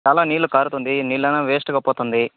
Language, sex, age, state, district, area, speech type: Telugu, male, 30-45, Andhra Pradesh, Chittoor, rural, conversation